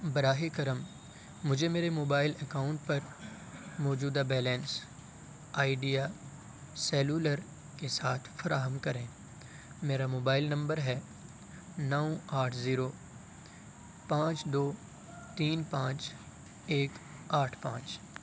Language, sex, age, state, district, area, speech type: Urdu, male, 18-30, Bihar, Purnia, rural, read